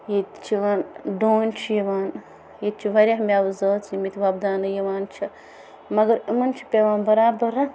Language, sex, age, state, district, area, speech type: Kashmiri, female, 18-30, Jammu and Kashmir, Bandipora, rural, spontaneous